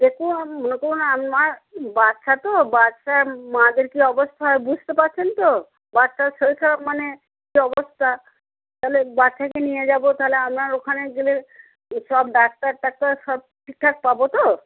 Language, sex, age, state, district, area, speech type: Bengali, female, 60+, West Bengal, Cooch Behar, rural, conversation